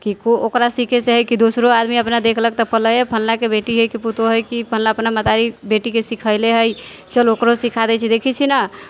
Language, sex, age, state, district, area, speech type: Maithili, female, 45-60, Bihar, Sitamarhi, rural, spontaneous